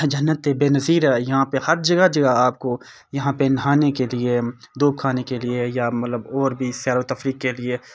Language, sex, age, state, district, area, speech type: Urdu, male, 18-30, Jammu and Kashmir, Srinagar, urban, spontaneous